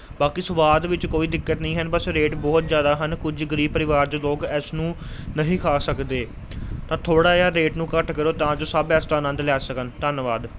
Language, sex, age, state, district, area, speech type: Punjabi, male, 18-30, Punjab, Gurdaspur, urban, spontaneous